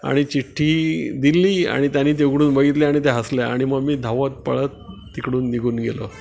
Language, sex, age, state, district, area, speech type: Marathi, male, 60+, Maharashtra, Palghar, rural, spontaneous